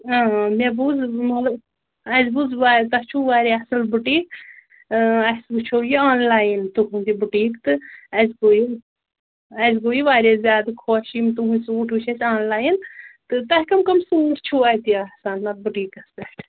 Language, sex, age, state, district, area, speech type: Kashmiri, female, 18-30, Jammu and Kashmir, Pulwama, rural, conversation